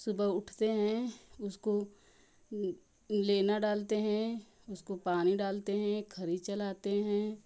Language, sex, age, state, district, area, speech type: Hindi, female, 30-45, Uttar Pradesh, Ghazipur, rural, spontaneous